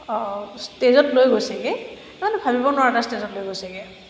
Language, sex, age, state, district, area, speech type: Assamese, female, 30-45, Assam, Kamrup Metropolitan, urban, spontaneous